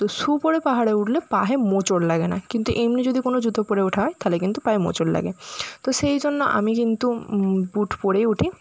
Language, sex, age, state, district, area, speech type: Bengali, female, 45-60, West Bengal, Jhargram, rural, spontaneous